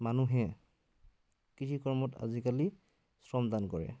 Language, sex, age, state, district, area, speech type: Assamese, male, 30-45, Assam, Dhemaji, rural, spontaneous